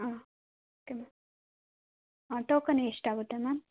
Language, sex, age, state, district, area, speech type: Kannada, female, 45-60, Karnataka, Tumkur, rural, conversation